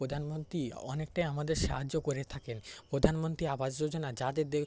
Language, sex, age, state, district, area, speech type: Bengali, male, 60+, West Bengal, Paschim Medinipur, rural, spontaneous